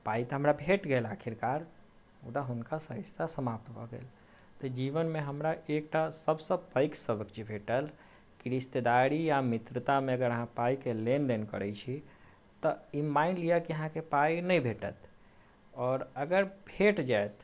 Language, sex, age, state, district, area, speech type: Maithili, male, 30-45, Bihar, Sitamarhi, rural, spontaneous